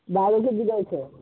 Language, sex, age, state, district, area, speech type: Bengali, male, 18-30, West Bengal, Cooch Behar, urban, conversation